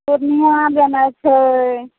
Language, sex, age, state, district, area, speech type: Maithili, female, 45-60, Bihar, Madhepura, urban, conversation